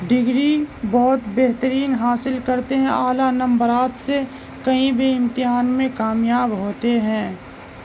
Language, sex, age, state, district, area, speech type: Urdu, male, 18-30, Uttar Pradesh, Gautam Buddha Nagar, urban, spontaneous